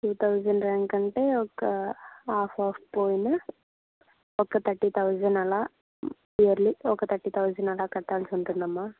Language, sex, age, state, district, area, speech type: Telugu, female, 18-30, Andhra Pradesh, Anakapalli, rural, conversation